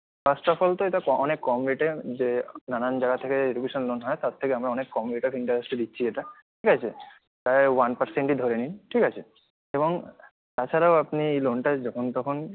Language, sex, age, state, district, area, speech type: Bengali, male, 30-45, West Bengal, Kolkata, urban, conversation